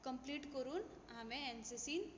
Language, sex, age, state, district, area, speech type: Goan Konkani, female, 18-30, Goa, Tiswadi, rural, spontaneous